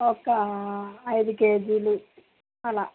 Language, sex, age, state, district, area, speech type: Telugu, female, 18-30, Telangana, Mancherial, rural, conversation